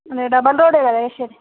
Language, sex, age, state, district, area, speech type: Telugu, female, 18-30, Andhra Pradesh, Visakhapatnam, urban, conversation